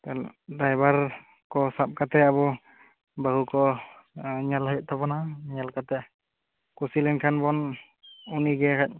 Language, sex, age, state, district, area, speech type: Santali, male, 18-30, West Bengal, Bankura, rural, conversation